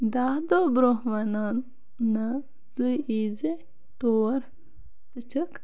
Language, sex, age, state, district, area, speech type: Kashmiri, female, 30-45, Jammu and Kashmir, Bandipora, rural, spontaneous